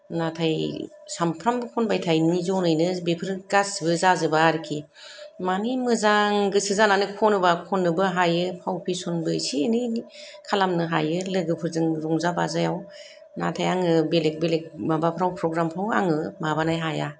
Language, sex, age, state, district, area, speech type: Bodo, female, 30-45, Assam, Kokrajhar, urban, spontaneous